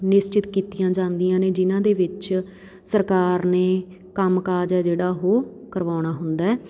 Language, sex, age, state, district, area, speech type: Punjabi, female, 30-45, Punjab, Patiala, rural, spontaneous